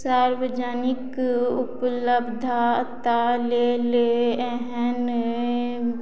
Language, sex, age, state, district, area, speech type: Maithili, female, 30-45, Bihar, Madhubani, rural, read